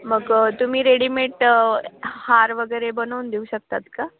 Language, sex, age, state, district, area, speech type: Marathi, female, 18-30, Maharashtra, Nashik, urban, conversation